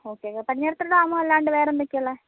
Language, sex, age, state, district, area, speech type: Malayalam, female, 30-45, Kerala, Wayanad, rural, conversation